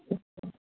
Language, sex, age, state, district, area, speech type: Urdu, female, 60+, Maharashtra, Nashik, urban, conversation